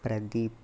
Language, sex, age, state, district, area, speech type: Telugu, male, 18-30, Andhra Pradesh, Eluru, urban, spontaneous